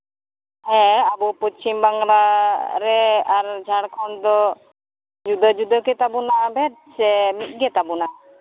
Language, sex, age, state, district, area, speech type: Santali, female, 30-45, West Bengal, Uttar Dinajpur, rural, conversation